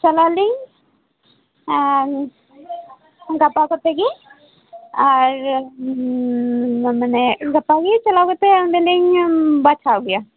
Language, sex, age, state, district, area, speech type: Santali, female, 18-30, West Bengal, Birbhum, rural, conversation